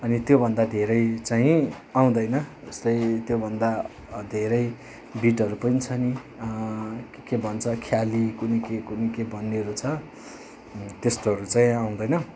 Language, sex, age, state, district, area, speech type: Nepali, male, 30-45, West Bengal, Darjeeling, rural, spontaneous